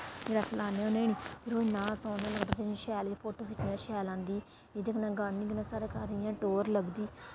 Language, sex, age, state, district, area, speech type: Dogri, female, 18-30, Jammu and Kashmir, Samba, rural, spontaneous